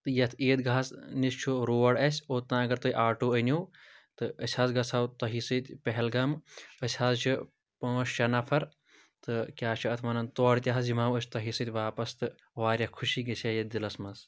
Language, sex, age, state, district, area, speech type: Kashmiri, male, 30-45, Jammu and Kashmir, Shopian, rural, spontaneous